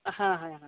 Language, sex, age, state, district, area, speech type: Bengali, male, 30-45, West Bengal, Birbhum, urban, conversation